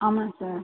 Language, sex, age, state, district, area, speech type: Tamil, female, 18-30, Tamil Nadu, Viluppuram, urban, conversation